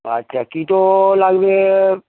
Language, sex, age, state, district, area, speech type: Bengali, male, 45-60, West Bengal, Darjeeling, rural, conversation